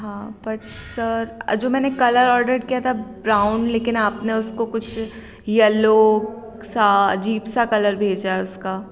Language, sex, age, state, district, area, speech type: Hindi, female, 18-30, Madhya Pradesh, Hoshangabad, rural, spontaneous